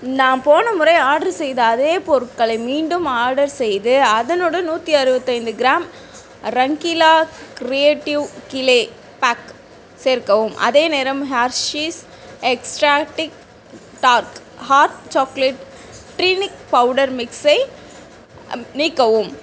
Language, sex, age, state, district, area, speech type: Tamil, female, 60+, Tamil Nadu, Mayiladuthurai, rural, read